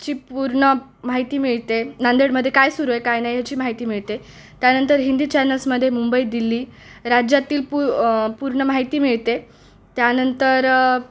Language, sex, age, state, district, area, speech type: Marathi, female, 18-30, Maharashtra, Nanded, rural, spontaneous